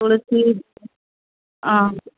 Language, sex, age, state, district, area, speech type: Kannada, female, 30-45, Karnataka, Bellary, rural, conversation